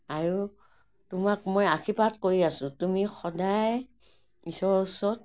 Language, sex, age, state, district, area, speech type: Assamese, female, 60+, Assam, Morigaon, rural, spontaneous